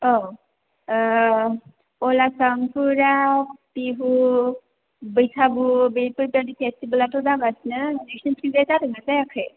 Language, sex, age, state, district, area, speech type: Bodo, female, 18-30, Assam, Kokrajhar, rural, conversation